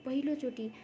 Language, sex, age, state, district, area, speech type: Nepali, female, 18-30, West Bengal, Darjeeling, rural, spontaneous